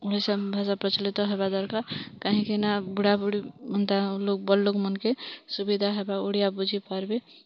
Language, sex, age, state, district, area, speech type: Odia, female, 30-45, Odisha, Kalahandi, rural, spontaneous